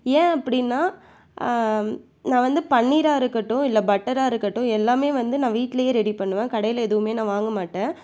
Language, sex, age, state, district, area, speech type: Tamil, female, 45-60, Tamil Nadu, Tiruvarur, rural, spontaneous